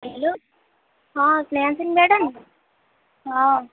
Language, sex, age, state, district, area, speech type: Odia, female, 18-30, Odisha, Jagatsinghpur, rural, conversation